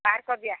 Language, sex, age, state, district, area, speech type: Odia, female, 60+, Odisha, Ganjam, urban, conversation